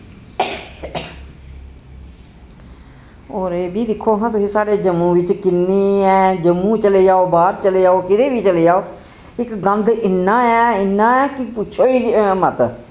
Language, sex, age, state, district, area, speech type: Dogri, female, 60+, Jammu and Kashmir, Jammu, urban, spontaneous